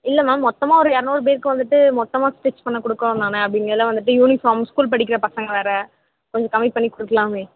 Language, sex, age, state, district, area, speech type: Tamil, female, 18-30, Tamil Nadu, Vellore, urban, conversation